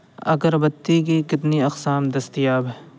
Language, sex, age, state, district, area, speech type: Urdu, male, 18-30, Uttar Pradesh, Saharanpur, urban, read